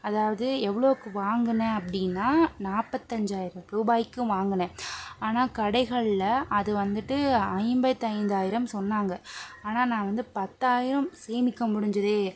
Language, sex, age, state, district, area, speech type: Tamil, female, 18-30, Tamil Nadu, Pudukkottai, rural, spontaneous